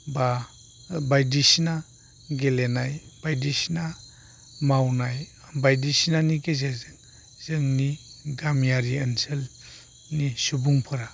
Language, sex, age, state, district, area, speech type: Bodo, male, 45-60, Assam, Chirang, rural, spontaneous